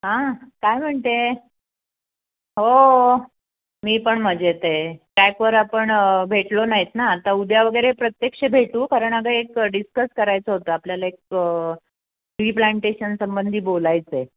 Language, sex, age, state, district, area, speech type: Marathi, female, 60+, Maharashtra, Nashik, urban, conversation